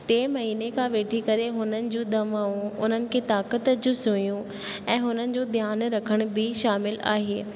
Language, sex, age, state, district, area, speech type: Sindhi, female, 18-30, Rajasthan, Ajmer, urban, spontaneous